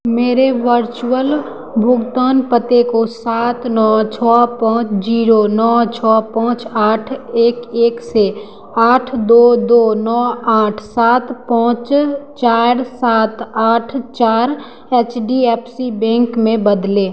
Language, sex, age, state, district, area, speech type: Hindi, female, 18-30, Bihar, Begusarai, urban, read